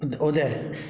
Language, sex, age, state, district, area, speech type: Hindi, male, 60+, Madhya Pradesh, Gwalior, rural, spontaneous